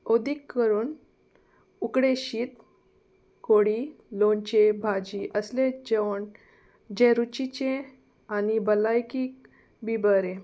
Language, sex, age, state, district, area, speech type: Goan Konkani, female, 30-45, Goa, Salcete, rural, spontaneous